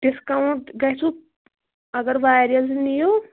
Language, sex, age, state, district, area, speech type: Kashmiri, female, 18-30, Jammu and Kashmir, Anantnag, rural, conversation